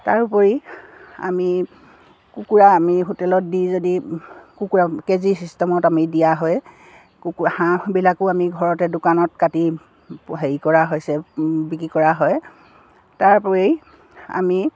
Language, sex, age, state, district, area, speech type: Assamese, female, 60+, Assam, Dibrugarh, rural, spontaneous